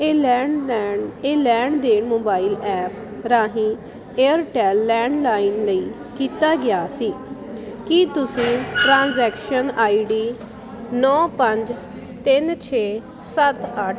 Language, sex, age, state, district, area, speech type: Punjabi, female, 30-45, Punjab, Jalandhar, rural, read